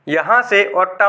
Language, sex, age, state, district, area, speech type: Hindi, male, 18-30, Madhya Pradesh, Gwalior, urban, read